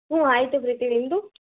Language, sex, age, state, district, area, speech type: Kannada, female, 45-60, Karnataka, Tumkur, rural, conversation